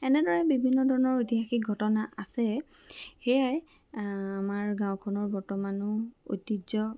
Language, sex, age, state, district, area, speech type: Assamese, female, 18-30, Assam, Lakhimpur, rural, spontaneous